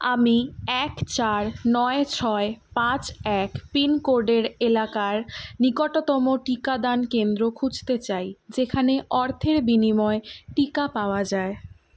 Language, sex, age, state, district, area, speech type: Bengali, female, 18-30, West Bengal, Kolkata, urban, read